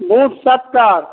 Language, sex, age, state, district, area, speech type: Maithili, male, 60+, Bihar, Begusarai, rural, conversation